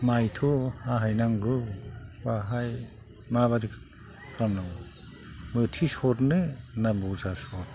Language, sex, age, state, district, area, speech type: Bodo, male, 60+, Assam, Chirang, rural, spontaneous